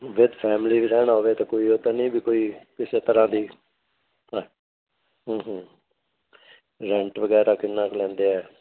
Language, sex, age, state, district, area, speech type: Punjabi, male, 60+, Punjab, Fazilka, rural, conversation